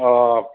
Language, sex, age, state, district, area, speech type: Assamese, male, 45-60, Assam, Charaideo, urban, conversation